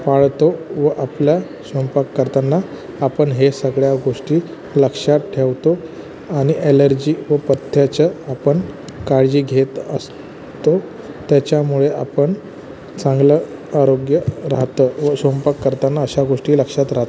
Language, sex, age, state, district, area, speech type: Marathi, male, 30-45, Maharashtra, Thane, urban, spontaneous